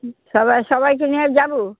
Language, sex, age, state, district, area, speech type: Bengali, female, 60+, West Bengal, Darjeeling, rural, conversation